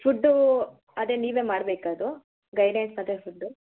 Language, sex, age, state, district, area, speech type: Kannada, female, 45-60, Karnataka, Tumkur, rural, conversation